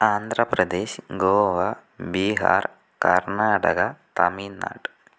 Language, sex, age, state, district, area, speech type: Malayalam, male, 18-30, Kerala, Kozhikode, urban, spontaneous